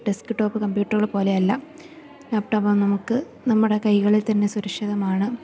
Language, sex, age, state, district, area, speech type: Malayalam, female, 18-30, Kerala, Idukki, rural, spontaneous